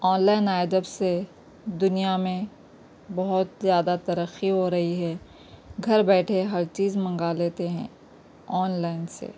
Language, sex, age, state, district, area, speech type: Urdu, female, 30-45, Telangana, Hyderabad, urban, spontaneous